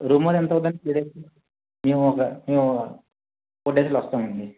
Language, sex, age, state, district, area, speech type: Telugu, male, 45-60, Andhra Pradesh, Vizianagaram, rural, conversation